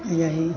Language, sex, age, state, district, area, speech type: Hindi, female, 45-60, Bihar, Madhepura, rural, spontaneous